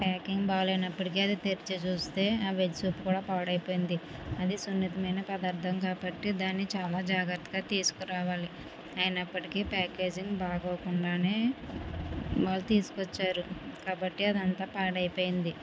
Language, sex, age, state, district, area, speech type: Telugu, female, 60+, Andhra Pradesh, Kakinada, rural, spontaneous